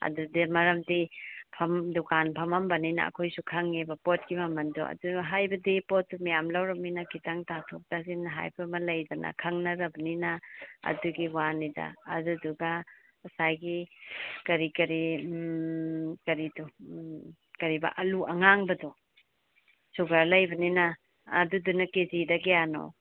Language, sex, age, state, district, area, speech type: Manipuri, female, 30-45, Manipur, Imphal East, rural, conversation